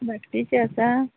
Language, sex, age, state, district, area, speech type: Goan Konkani, female, 30-45, Goa, Quepem, rural, conversation